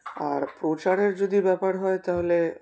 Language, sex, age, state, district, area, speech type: Bengali, male, 18-30, West Bengal, Darjeeling, urban, spontaneous